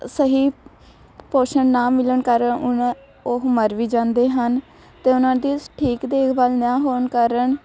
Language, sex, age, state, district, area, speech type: Punjabi, female, 18-30, Punjab, Shaheed Bhagat Singh Nagar, rural, spontaneous